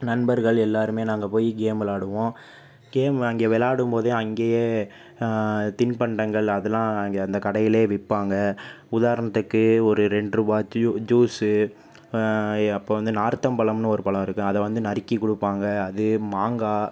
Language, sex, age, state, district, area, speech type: Tamil, male, 18-30, Tamil Nadu, Pudukkottai, rural, spontaneous